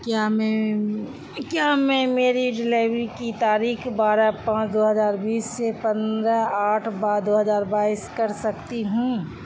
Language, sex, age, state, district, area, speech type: Urdu, female, 60+, Bihar, Khagaria, rural, read